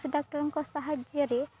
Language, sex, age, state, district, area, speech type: Odia, female, 18-30, Odisha, Balangir, urban, spontaneous